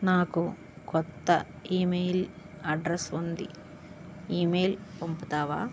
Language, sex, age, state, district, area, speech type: Telugu, female, 45-60, Andhra Pradesh, Krishna, urban, read